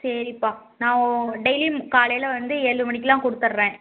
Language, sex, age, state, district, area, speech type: Tamil, female, 18-30, Tamil Nadu, Tiruvarur, rural, conversation